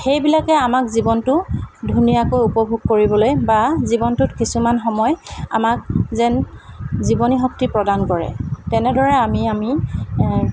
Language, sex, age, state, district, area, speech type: Assamese, female, 45-60, Assam, Dibrugarh, urban, spontaneous